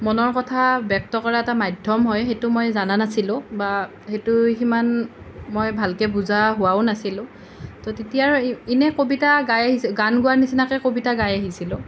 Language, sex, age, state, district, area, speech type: Assamese, female, 18-30, Assam, Nalbari, rural, spontaneous